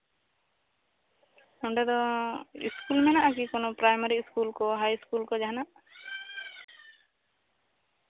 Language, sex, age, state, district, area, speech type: Santali, female, 18-30, West Bengal, Bankura, rural, conversation